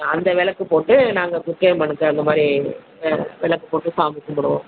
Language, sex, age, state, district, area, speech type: Tamil, female, 60+, Tamil Nadu, Virudhunagar, rural, conversation